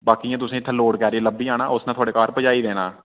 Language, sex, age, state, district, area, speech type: Dogri, male, 18-30, Jammu and Kashmir, Udhampur, rural, conversation